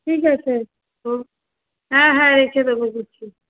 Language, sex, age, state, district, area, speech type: Bengali, female, 30-45, West Bengal, South 24 Parganas, urban, conversation